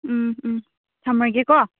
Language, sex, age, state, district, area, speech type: Manipuri, female, 18-30, Manipur, Chandel, rural, conversation